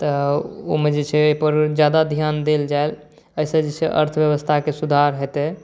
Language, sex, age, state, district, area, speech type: Maithili, male, 18-30, Bihar, Saharsa, urban, spontaneous